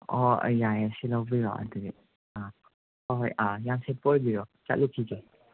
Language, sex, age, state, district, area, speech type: Manipuri, male, 45-60, Manipur, Imphal West, urban, conversation